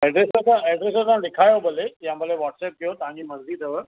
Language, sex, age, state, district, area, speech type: Sindhi, male, 45-60, Maharashtra, Thane, urban, conversation